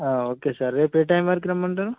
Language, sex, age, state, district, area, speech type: Telugu, male, 30-45, Telangana, Mancherial, rural, conversation